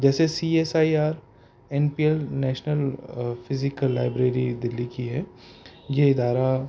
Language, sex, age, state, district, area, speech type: Urdu, male, 18-30, Delhi, North East Delhi, urban, spontaneous